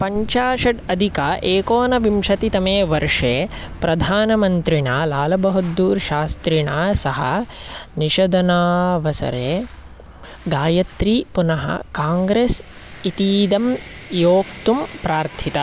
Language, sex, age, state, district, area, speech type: Sanskrit, male, 18-30, Karnataka, Chikkamagaluru, rural, read